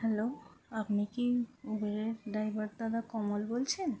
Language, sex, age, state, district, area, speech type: Bengali, female, 30-45, West Bengal, North 24 Parganas, urban, spontaneous